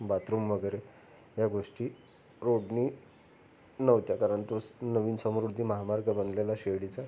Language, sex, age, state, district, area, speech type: Marathi, male, 30-45, Maharashtra, Amravati, urban, spontaneous